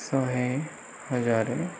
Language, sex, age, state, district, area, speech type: Odia, male, 18-30, Odisha, Nuapada, urban, spontaneous